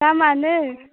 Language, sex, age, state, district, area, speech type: Bodo, female, 18-30, Assam, Baksa, rural, conversation